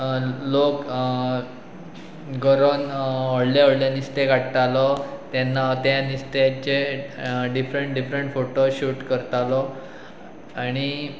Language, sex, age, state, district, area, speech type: Goan Konkani, male, 30-45, Goa, Pernem, rural, spontaneous